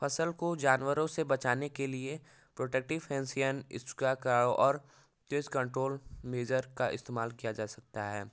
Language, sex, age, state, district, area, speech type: Hindi, male, 18-30, Uttar Pradesh, Varanasi, rural, spontaneous